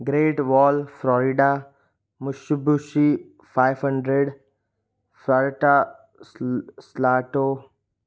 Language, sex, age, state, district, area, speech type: Goan Konkani, male, 18-30, Goa, Salcete, rural, spontaneous